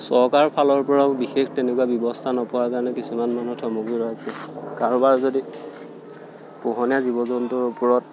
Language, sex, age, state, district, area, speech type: Assamese, male, 30-45, Assam, Majuli, urban, spontaneous